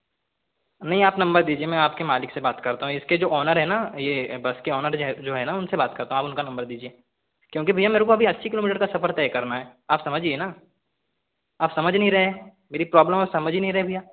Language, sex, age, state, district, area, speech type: Hindi, male, 18-30, Madhya Pradesh, Balaghat, rural, conversation